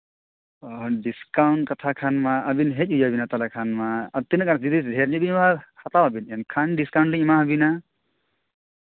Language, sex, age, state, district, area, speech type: Santali, male, 18-30, Jharkhand, East Singhbhum, rural, conversation